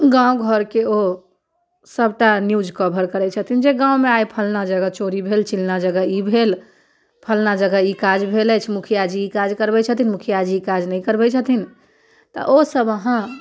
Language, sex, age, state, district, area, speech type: Maithili, female, 18-30, Bihar, Muzaffarpur, rural, spontaneous